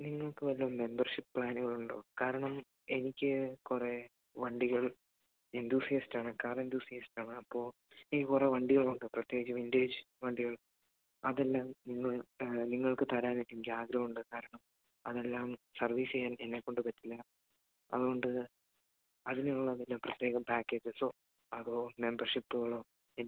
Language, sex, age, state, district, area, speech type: Malayalam, male, 18-30, Kerala, Idukki, rural, conversation